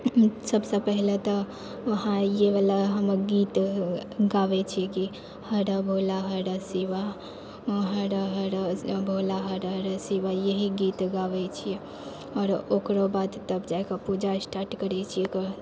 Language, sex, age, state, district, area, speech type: Maithili, female, 18-30, Bihar, Purnia, rural, spontaneous